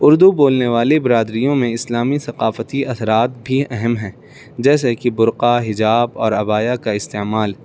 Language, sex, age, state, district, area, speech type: Urdu, male, 18-30, Uttar Pradesh, Saharanpur, urban, spontaneous